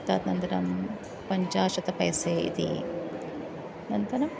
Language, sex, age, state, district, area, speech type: Sanskrit, female, 45-60, Maharashtra, Nagpur, urban, spontaneous